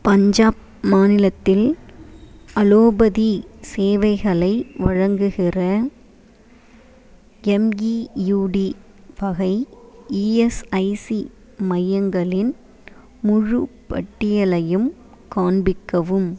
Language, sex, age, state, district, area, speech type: Tamil, female, 45-60, Tamil Nadu, Ariyalur, rural, read